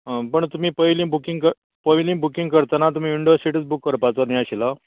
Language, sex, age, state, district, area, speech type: Goan Konkani, male, 60+, Goa, Canacona, rural, conversation